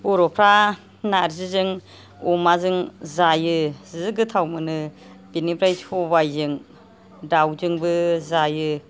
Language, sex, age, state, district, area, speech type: Bodo, female, 60+, Assam, Kokrajhar, rural, spontaneous